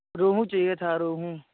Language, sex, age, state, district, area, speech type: Hindi, male, 30-45, Uttar Pradesh, Jaunpur, urban, conversation